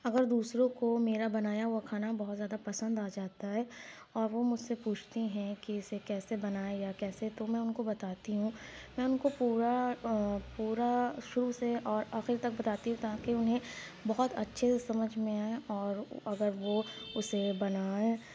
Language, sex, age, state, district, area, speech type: Urdu, female, 18-30, Uttar Pradesh, Lucknow, urban, spontaneous